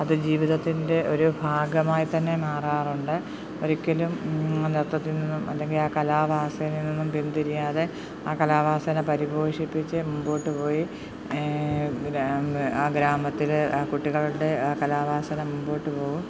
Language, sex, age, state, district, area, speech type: Malayalam, female, 30-45, Kerala, Pathanamthitta, rural, spontaneous